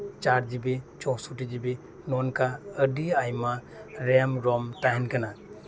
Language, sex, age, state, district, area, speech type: Santali, male, 30-45, West Bengal, Birbhum, rural, spontaneous